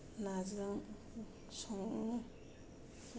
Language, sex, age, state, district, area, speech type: Bodo, female, 45-60, Assam, Kokrajhar, rural, spontaneous